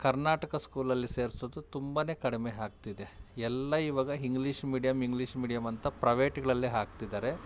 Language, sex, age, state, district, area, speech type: Kannada, male, 30-45, Karnataka, Kolar, urban, spontaneous